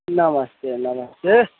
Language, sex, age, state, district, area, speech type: Nepali, male, 30-45, West Bengal, Kalimpong, rural, conversation